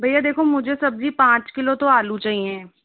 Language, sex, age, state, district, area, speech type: Hindi, female, 60+, Rajasthan, Jaipur, urban, conversation